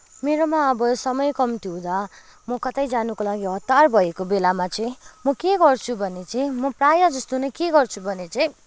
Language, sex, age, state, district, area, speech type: Nepali, female, 18-30, West Bengal, Kalimpong, rural, spontaneous